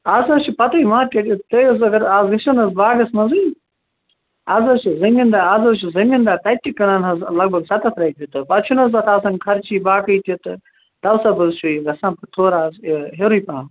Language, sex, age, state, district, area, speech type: Kashmiri, male, 18-30, Jammu and Kashmir, Kupwara, rural, conversation